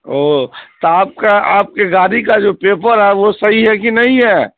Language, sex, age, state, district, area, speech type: Urdu, male, 30-45, Bihar, Saharsa, rural, conversation